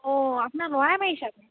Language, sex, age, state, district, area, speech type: Assamese, female, 18-30, Assam, Dibrugarh, rural, conversation